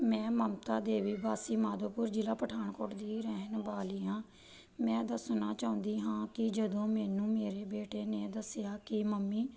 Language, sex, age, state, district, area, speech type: Punjabi, female, 30-45, Punjab, Pathankot, rural, spontaneous